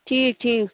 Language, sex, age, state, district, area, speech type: Kashmiri, female, 18-30, Jammu and Kashmir, Kulgam, rural, conversation